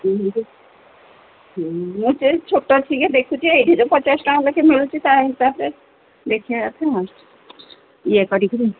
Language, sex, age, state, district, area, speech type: Odia, female, 45-60, Odisha, Sundergarh, rural, conversation